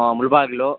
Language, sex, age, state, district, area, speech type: Kannada, male, 18-30, Karnataka, Kolar, rural, conversation